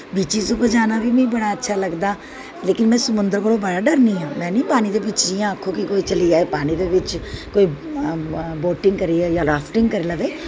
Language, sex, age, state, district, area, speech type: Dogri, female, 45-60, Jammu and Kashmir, Udhampur, urban, spontaneous